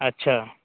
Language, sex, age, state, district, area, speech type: Maithili, male, 30-45, Bihar, Darbhanga, rural, conversation